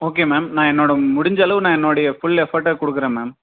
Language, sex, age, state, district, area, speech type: Tamil, male, 18-30, Tamil Nadu, Dharmapuri, rural, conversation